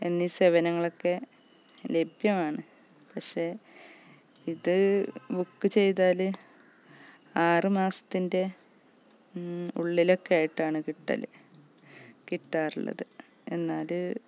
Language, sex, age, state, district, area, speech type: Malayalam, female, 30-45, Kerala, Malappuram, rural, spontaneous